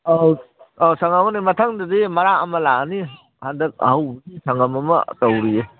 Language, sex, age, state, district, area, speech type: Manipuri, male, 45-60, Manipur, Kangpokpi, urban, conversation